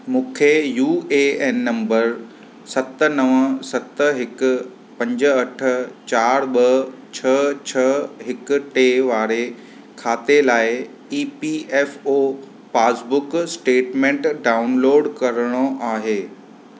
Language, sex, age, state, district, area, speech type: Sindhi, male, 45-60, Maharashtra, Mumbai Suburban, urban, read